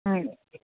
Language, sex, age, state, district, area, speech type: Malayalam, female, 45-60, Kerala, Thiruvananthapuram, urban, conversation